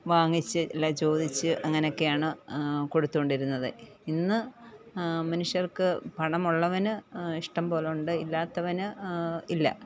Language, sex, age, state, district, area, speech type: Malayalam, female, 45-60, Kerala, Pathanamthitta, rural, spontaneous